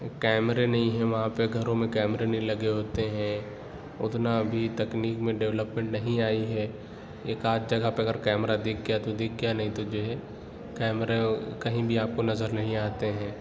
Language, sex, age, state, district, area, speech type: Urdu, male, 18-30, Uttar Pradesh, Lucknow, urban, spontaneous